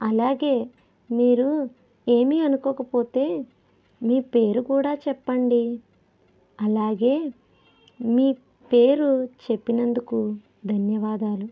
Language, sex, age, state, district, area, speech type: Telugu, female, 18-30, Andhra Pradesh, West Godavari, rural, spontaneous